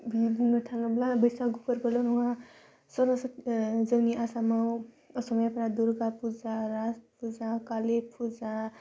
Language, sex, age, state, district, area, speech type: Bodo, female, 18-30, Assam, Udalguri, urban, spontaneous